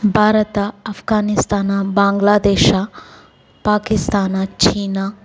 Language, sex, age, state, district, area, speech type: Kannada, female, 30-45, Karnataka, Davanagere, urban, spontaneous